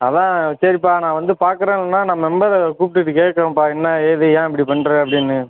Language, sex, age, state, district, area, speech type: Tamil, male, 30-45, Tamil Nadu, Ariyalur, rural, conversation